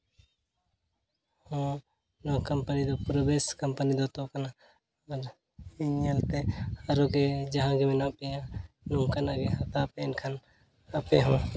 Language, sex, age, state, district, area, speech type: Santali, male, 30-45, Jharkhand, Seraikela Kharsawan, rural, spontaneous